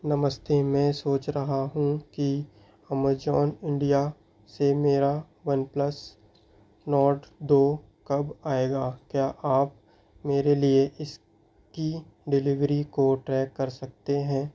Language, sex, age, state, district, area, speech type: Hindi, male, 18-30, Madhya Pradesh, Seoni, rural, read